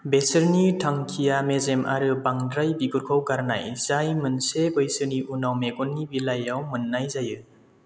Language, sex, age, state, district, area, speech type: Bodo, male, 30-45, Assam, Chirang, rural, read